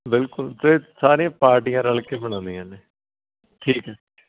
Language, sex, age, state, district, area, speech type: Punjabi, male, 18-30, Punjab, Hoshiarpur, urban, conversation